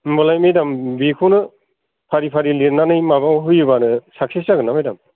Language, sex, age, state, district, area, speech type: Bodo, female, 45-60, Assam, Kokrajhar, rural, conversation